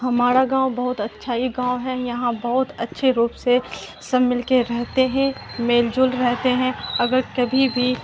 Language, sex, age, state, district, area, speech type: Urdu, female, 18-30, Bihar, Supaul, rural, spontaneous